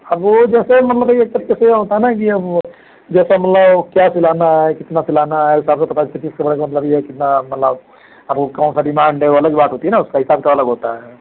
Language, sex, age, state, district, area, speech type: Hindi, male, 30-45, Uttar Pradesh, Mau, urban, conversation